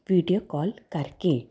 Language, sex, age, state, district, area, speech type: Punjabi, female, 30-45, Punjab, Jalandhar, urban, spontaneous